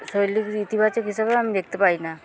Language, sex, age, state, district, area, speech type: Bengali, female, 45-60, West Bengal, Hooghly, urban, spontaneous